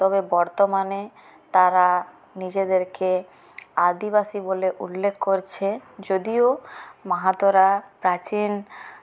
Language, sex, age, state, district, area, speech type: Bengali, female, 30-45, West Bengal, Purulia, rural, spontaneous